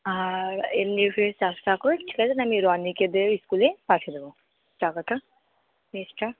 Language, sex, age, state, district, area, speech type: Bengali, female, 30-45, West Bengal, Purba Bardhaman, rural, conversation